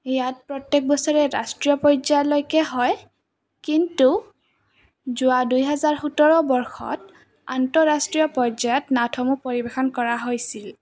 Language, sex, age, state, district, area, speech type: Assamese, female, 18-30, Assam, Goalpara, rural, spontaneous